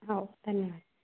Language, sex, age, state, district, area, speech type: Marathi, female, 18-30, Maharashtra, Akola, rural, conversation